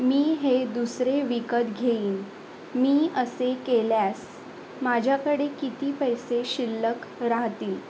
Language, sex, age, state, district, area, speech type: Marathi, female, 18-30, Maharashtra, Thane, urban, read